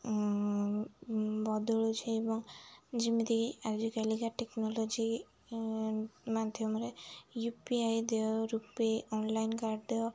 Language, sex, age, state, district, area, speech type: Odia, female, 18-30, Odisha, Jagatsinghpur, urban, spontaneous